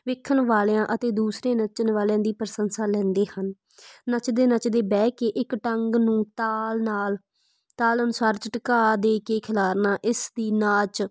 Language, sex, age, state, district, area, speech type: Punjabi, female, 18-30, Punjab, Ludhiana, rural, spontaneous